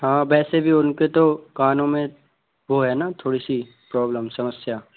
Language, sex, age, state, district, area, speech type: Hindi, male, 18-30, Madhya Pradesh, Bhopal, urban, conversation